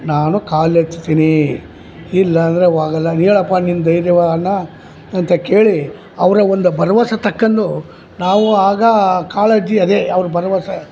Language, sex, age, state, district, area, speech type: Kannada, male, 60+, Karnataka, Chamarajanagar, rural, spontaneous